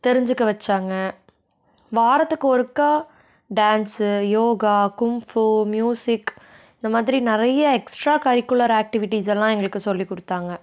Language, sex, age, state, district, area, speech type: Tamil, female, 18-30, Tamil Nadu, Coimbatore, rural, spontaneous